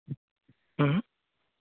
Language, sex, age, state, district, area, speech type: Hindi, male, 18-30, Madhya Pradesh, Seoni, urban, conversation